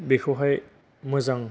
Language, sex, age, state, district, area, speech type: Bodo, male, 18-30, Assam, Kokrajhar, rural, spontaneous